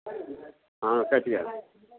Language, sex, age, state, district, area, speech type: Maithili, male, 60+, Bihar, Samastipur, urban, conversation